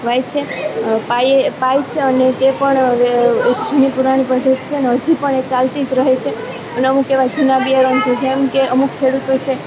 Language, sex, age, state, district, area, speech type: Gujarati, female, 18-30, Gujarat, Junagadh, rural, spontaneous